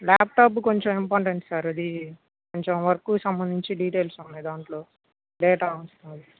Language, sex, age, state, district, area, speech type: Telugu, male, 18-30, Andhra Pradesh, Guntur, urban, conversation